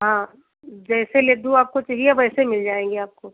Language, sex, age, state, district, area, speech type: Hindi, female, 60+, Uttar Pradesh, Sitapur, rural, conversation